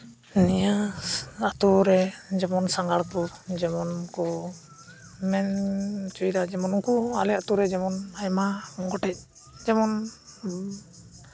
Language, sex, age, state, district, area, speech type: Santali, male, 18-30, West Bengal, Uttar Dinajpur, rural, spontaneous